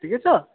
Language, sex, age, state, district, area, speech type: Nepali, male, 18-30, West Bengal, Kalimpong, rural, conversation